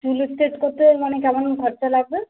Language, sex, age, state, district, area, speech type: Bengali, female, 45-60, West Bengal, Hooghly, urban, conversation